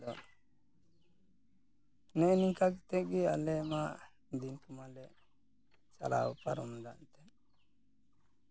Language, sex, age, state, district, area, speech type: Santali, male, 45-60, West Bengal, Malda, rural, spontaneous